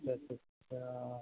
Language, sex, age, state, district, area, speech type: Assamese, male, 60+, Assam, Tinsukia, rural, conversation